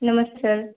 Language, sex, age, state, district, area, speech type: Hindi, female, 30-45, Uttar Pradesh, Ayodhya, rural, conversation